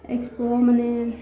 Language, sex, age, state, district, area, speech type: Bodo, female, 30-45, Assam, Udalguri, urban, spontaneous